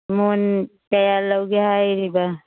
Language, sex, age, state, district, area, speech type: Manipuri, female, 60+, Manipur, Churachandpur, urban, conversation